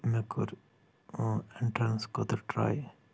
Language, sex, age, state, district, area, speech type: Kashmiri, male, 30-45, Jammu and Kashmir, Anantnag, rural, spontaneous